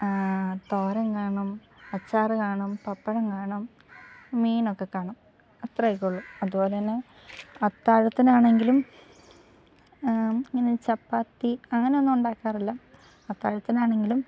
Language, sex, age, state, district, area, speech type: Malayalam, female, 18-30, Kerala, Kottayam, rural, spontaneous